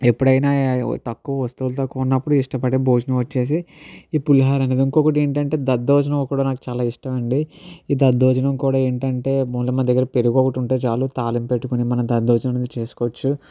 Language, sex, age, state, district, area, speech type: Telugu, male, 60+, Andhra Pradesh, Kakinada, urban, spontaneous